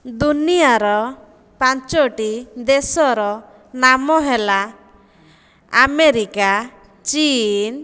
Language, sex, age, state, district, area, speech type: Odia, female, 30-45, Odisha, Jajpur, rural, spontaneous